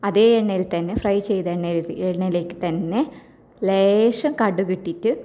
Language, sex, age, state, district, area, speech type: Malayalam, female, 18-30, Kerala, Kasaragod, rural, spontaneous